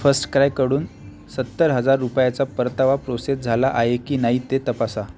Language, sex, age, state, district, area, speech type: Marathi, male, 18-30, Maharashtra, Akola, rural, read